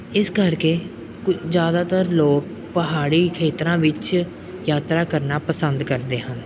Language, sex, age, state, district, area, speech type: Punjabi, male, 18-30, Punjab, Pathankot, urban, spontaneous